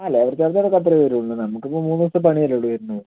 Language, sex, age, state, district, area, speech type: Malayalam, male, 45-60, Kerala, Palakkad, rural, conversation